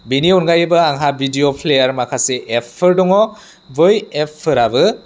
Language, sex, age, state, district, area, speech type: Bodo, male, 30-45, Assam, Chirang, rural, spontaneous